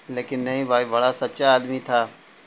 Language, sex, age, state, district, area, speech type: Urdu, male, 45-60, Bihar, Gaya, urban, spontaneous